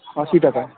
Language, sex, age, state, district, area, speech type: Bengali, male, 18-30, West Bengal, Murshidabad, urban, conversation